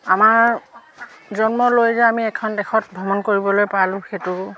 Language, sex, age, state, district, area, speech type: Assamese, female, 60+, Assam, Majuli, urban, spontaneous